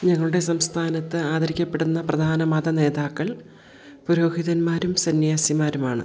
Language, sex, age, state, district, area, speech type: Malayalam, female, 45-60, Kerala, Kollam, rural, spontaneous